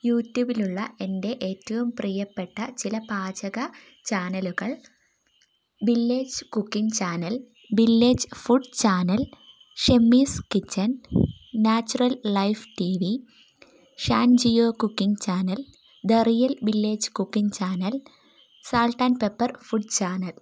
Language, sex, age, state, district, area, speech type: Malayalam, female, 18-30, Kerala, Wayanad, rural, spontaneous